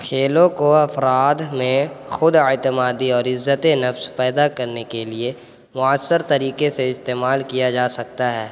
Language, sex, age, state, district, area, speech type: Urdu, male, 18-30, Bihar, Gaya, urban, spontaneous